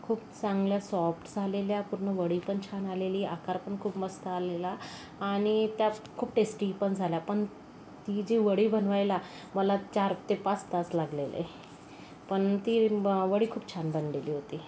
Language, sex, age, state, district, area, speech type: Marathi, female, 30-45, Maharashtra, Yavatmal, rural, spontaneous